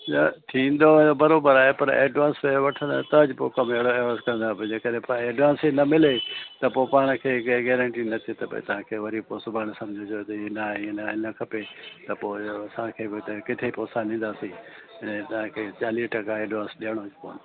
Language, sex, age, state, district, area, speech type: Sindhi, male, 60+, Gujarat, Junagadh, rural, conversation